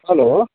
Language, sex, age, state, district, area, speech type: Nepali, male, 45-60, West Bengal, Kalimpong, rural, conversation